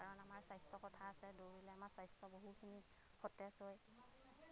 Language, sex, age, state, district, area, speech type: Assamese, female, 30-45, Assam, Lakhimpur, rural, spontaneous